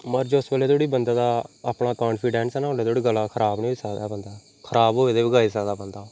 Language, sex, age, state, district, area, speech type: Dogri, male, 30-45, Jammu and Kashmir, Reasi, rural, spontaneous